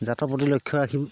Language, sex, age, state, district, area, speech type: Assamese, male, 30-45, Assam, Sivasagar, rural, spontaneous